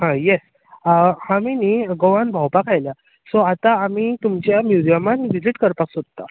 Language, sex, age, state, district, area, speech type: Goan Konkani, male, 18-30, Goa, Bardez, urban, conversation